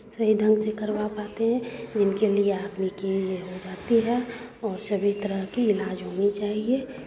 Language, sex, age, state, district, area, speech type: Hindi, female, 30-45, Bihar, Begusarai, rural, spontaneous